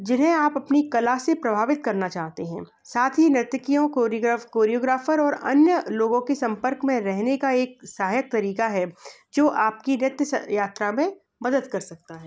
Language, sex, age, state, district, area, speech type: Hindi, female, 45-60, Madhya Pradesh, Gwalior, urban, spontaneous